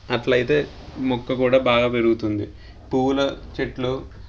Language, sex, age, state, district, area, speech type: Telugu, male, 18-30, Telangana, Sangareddy, rural, spontaneous